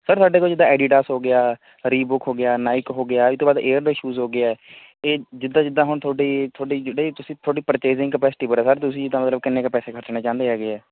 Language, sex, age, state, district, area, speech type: Punjabi, male, 60+, Punjab, Shaheed Bhagat Singh Nagar, urban, conversation